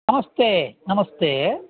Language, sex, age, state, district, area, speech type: Sanskrit, male, 45-60, Karnataka, Uttara Kannada, rural, conversation